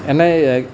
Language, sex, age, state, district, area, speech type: Assamese, male, 18-30, Assam, Nalbari, rural, spontaneous